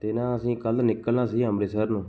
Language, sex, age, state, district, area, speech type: Punjabi, male, 18-30, Punjab, Shaheed Bhagat Singh Nagar, urban, spontaneous